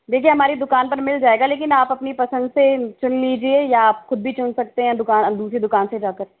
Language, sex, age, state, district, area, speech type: Hindi, female, 60+, Rajasthan, Jaipur, urban, conversation